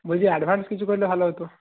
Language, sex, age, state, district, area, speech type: Bengali, male, 18-30, West Bengal, Purba Medinipur, rural, conversation